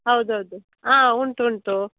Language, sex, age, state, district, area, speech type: Kannada, female, 30-45, Karnataka, Dakshina Kannada, rural, conversation